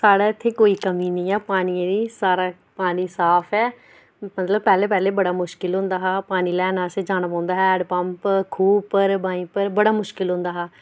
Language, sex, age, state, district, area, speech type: Dogri, female, 18-30, Jammu and Kashmir, Reasi, rural, spontaneous